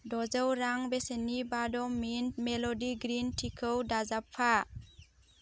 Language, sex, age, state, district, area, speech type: Bodo, female, 18-30, Assam, Baksa, rural, read